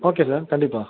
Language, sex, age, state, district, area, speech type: Tamil, male, 30-45, Tamil Nadu, Ariyalur, rural, conversation